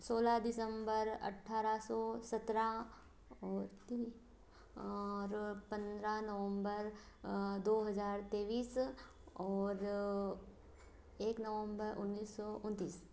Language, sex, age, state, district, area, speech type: Hindi, female, 18-30, Madhya Pradesh, Ujjain, urban, spontaneous